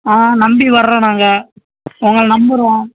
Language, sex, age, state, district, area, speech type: Tamil, male, 18-30, Tamil Nadu, Virudhunagar, rural, conversation